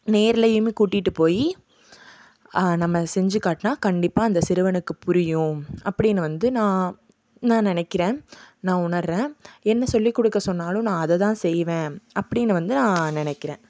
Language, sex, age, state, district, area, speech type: Tamil, female, 18-30, Tamil Nadu, Tiruppur, rural, spontaneous